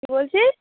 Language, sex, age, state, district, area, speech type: Bengali, female, 18-30, West Bengal, Uttar Dinajpur, urban, conversation